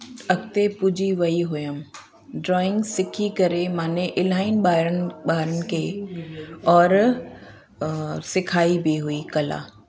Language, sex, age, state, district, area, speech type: Sindhi, female, 45-60, Uttar Pradesh, Lucknow, urban, spontaneous